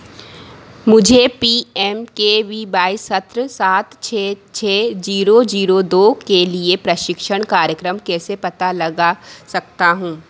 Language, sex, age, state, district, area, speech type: Hindi, female, 30-45, Madhya Pradesh, Harda, urban, read